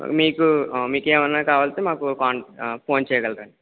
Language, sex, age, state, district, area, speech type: Telugu, female, 18-30, Andhra Pradesh, West Godavari, rural, conversation